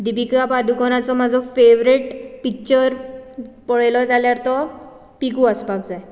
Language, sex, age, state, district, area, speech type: Goan Konkani, female, 18-30, Goa, Bardez, urban, spontaneous